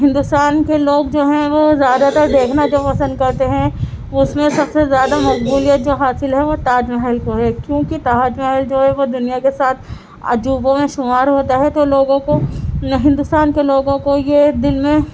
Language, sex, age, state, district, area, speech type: Urdu, female, 18-30, Delhi, Central Delhi, urban, spontaneous